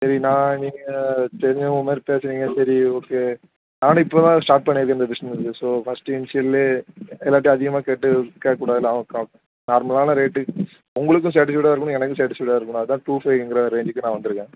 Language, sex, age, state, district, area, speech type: Tamil, male, 30-45, Tamil Nadu, Thoothukudi, urban, conversation